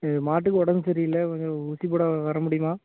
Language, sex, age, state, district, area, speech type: Tamil, male, 18-30, Tamil Nadu, Thoothukudi, rural, conversation